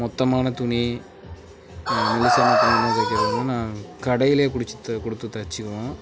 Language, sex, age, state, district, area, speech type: Tamil, male, 18-30, Tamil Nadu, Namakkal, rural, spontaneous